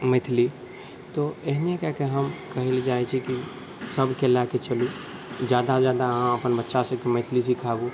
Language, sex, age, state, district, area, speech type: Maithili, male, 60+, Bihar, Purnia, urban, spontaneous